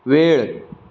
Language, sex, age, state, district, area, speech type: Marathi, male, 18-30, Maharashtra, Sindhudurg, rural, read